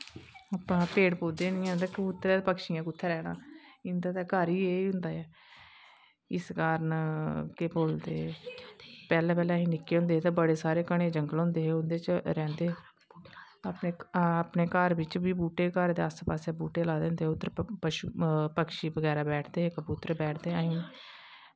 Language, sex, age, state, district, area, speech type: Dogri, female, 30-45, Jammu and Kashmir, Kathua, rural, spontaneous